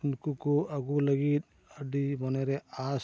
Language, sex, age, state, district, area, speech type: Santali, male, 45-60, Odisha, Mayurbhanj, rural, spontaneous